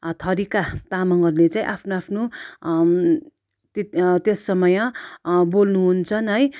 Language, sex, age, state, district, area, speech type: Nepali, female, 45-60, West Bengal, Darjeeling, rural, spontaneous